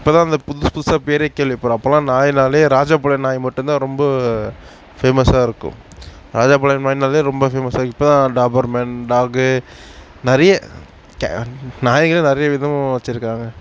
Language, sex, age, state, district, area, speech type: Tamil, male, 60+, Tamil Nadu, Mayiladuthurai, rural, spontaneous